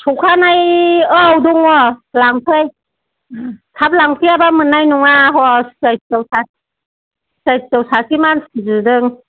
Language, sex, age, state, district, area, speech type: Bodo, female, 60+, Assam, Kokrajhar, rural, conversation